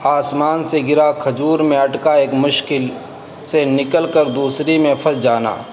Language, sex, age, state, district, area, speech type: Urdu, male, 18-30, Uttar Pradesh, Saharanpur, urban, spontaneous